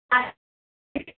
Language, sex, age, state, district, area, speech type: Hindi, female, 18-30, Uttar Pradesh, Prayagraj, urban, conversation